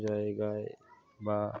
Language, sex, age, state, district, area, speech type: Bengali, male, 45-60, West Bengal, Uttar Dinajpur, urban, spontaneous